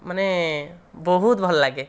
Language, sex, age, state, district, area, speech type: Odia, male, 30-45, Odisha, Dhenkanal, rural, spontaneous